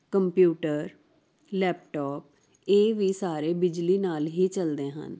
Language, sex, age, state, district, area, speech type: Punjabi, female, 30-45, Punjab, Jalandhar, urban, spontaneous